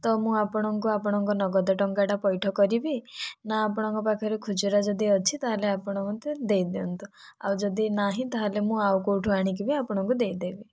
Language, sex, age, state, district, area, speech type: Odia, female, 18-30, Odisha, Kandhamal, rural, spontaneous